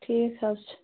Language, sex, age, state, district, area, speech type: Kashmiri, female, 18-30, Jammu and Kashmir, Shopian, rural, conversation